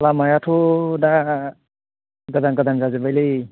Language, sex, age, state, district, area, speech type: Bodo, male, 45-60, Assam, Kokrajhar, rural, conversation